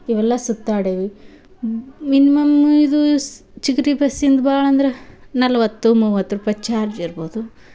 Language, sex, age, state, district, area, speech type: Kannada, female, 18-30, Karnataka, Dharwad, rural, spontaneous